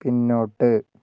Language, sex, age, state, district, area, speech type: Malayalam, male, 60+, Kerala, Wayanad, rural, read